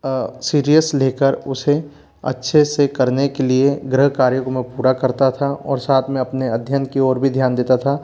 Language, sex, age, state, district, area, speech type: Hindi, male, 45-60, Madhya Pradesh, Bhopal, urban, spontaneous